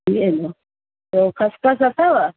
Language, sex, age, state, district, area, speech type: Sindhi, female, 60+, Uttar Pradesh, Lucknow, urban, conversation